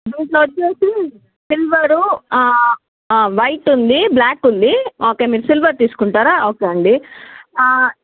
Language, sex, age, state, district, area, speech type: Telugu, female, 60+, Andhra Pradesh, Chittoor, rural, conversation